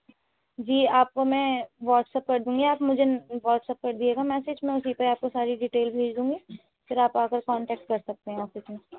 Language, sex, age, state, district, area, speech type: Urdu, female, 18-30, Delhi, North West Delhi, urban, conversation